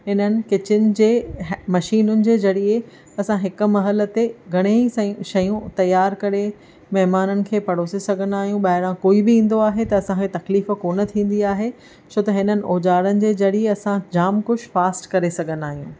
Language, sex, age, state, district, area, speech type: Sindhi, female, 30-45, Maharashtra, Thane, urban, spontaneous